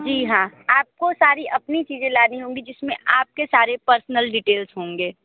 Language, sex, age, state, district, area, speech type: Hindi, female, 18-30, Uttar Pradesh, Sonbhadra, rural, conversation